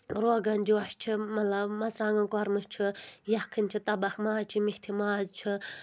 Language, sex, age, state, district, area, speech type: Kashmiri, female, 18-30, Jammu and Kashmir, Anantnag, rural, spontaneous